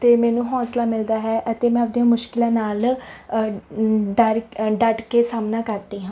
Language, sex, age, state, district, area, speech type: Punjabi, female, 18-30, Punjab, Mansa, rural, spontaneous